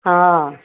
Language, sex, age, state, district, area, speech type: Odia, female, 60+, Odisha, Gajapati, rural, conversation